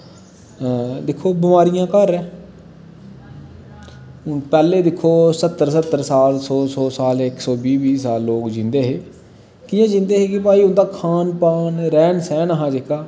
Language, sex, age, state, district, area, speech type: Dogri, male, 30-45, Jammu and Kashmir, Udhampur, rural, spontaneous